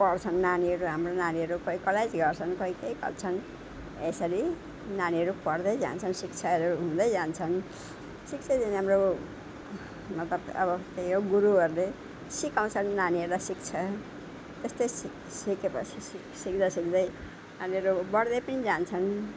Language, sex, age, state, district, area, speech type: Nepali, female, 60+, West Bengal, Alipurduar, urban, spontaneous